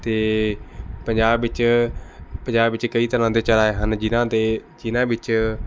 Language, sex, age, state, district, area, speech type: Punjabi, male, 18-30, Punjab, Rupnagar, urban, spontaneous